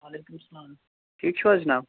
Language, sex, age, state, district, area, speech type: Kashmiri, male, 30-45, Jammu and Kashmir, Shopian, rural, conversation